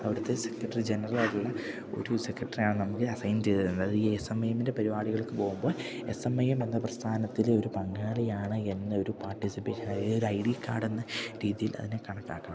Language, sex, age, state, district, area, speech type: Malayalam, male, 18-30, Kerala, Idukki, rural, spontaneous